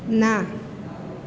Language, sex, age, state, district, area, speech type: Gujarati, female, 45-60, Gujarat, Surat, urban, read